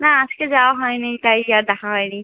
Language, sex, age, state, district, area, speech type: Bengali, female, 18-30, West Bengal, Alipurduar, rural, conversation